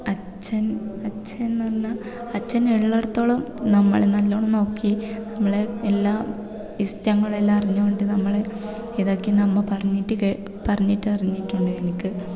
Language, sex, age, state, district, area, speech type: Malayalam, female, 18-30, Kerala, Kasaragod, rural, spontaneous